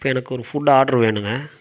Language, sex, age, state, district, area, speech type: Tamil, male, 30-45, Tamil Nadu, Coimbatore, rural, spontaneous